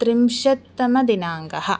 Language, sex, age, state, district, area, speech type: Sanskrit, female, 18-30, Kerala, Thiruvananthapuram, urban, spontaneous